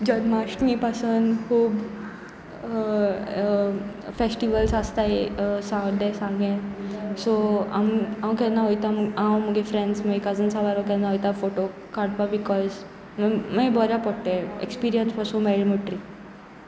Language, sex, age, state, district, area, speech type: Goan Konkani, female, 18-30, Goa, Sanguem, rural, spontaneous